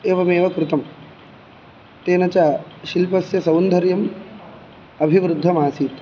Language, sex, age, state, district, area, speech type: Sanskrit, male, 18-30, Karnataka, Udupi, urban, spontaneous